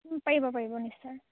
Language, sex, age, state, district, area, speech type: Assamese, female, 18-30, Assam, Charaideo, rural, conversation